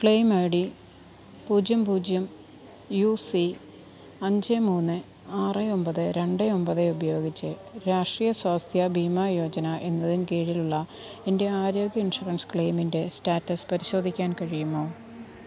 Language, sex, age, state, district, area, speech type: Malayalam, female, 30-45, Kerala, Alappuzha, rural, read